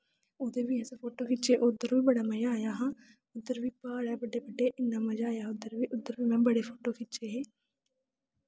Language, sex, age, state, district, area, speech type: Dogri, female, 18-30, Jammu and Kashmir, Kathua, rural, spontaneous